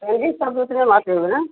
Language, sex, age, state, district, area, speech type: Hindi, female, 45-60, Bihar, Madhepura, rural, conversation